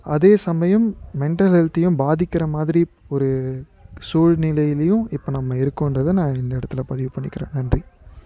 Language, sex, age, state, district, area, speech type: Tamil, male, 18-30, Tamil Nadu, Tiruvannamalai, urban, spontaneous